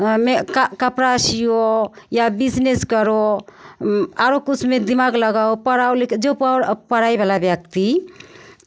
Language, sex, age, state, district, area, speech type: Maithili, female, 45-60, Bihar, Begusarai, rural, spontaneous